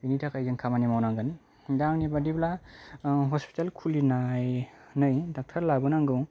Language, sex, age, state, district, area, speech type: Bodo, male, 30-45, Assam, Kokrajhar, rural, spontaneous